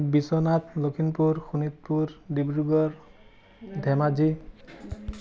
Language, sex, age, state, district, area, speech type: Assamese, male, 30-45, Assam, Biswanath, rural, spontaneous